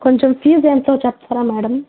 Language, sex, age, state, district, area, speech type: Telugu, female, 18-30, Andhra Pradesh, Nellore, rural, conversation